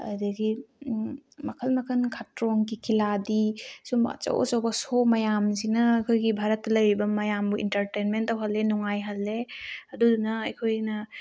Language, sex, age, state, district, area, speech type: Manipuri, female, 18-30, Manipur, Bishnupur, rural, spontaneous